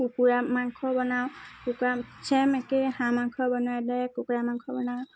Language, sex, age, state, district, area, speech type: Assamese, female, 18-30, Assam, Tinsukia, rural, spontaneous